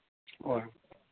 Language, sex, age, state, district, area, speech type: Manipuri, male, 60+, Manipur, Thoubal, rural, conversation